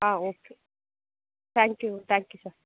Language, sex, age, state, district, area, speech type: Tamil, female, 45-60, Tamil Nadu, Sivaganga, rural, conversation